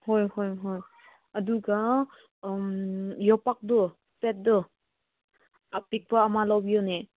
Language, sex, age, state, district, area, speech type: Manipuri, female, 30-45, Manipur, Senapati, urban, conversation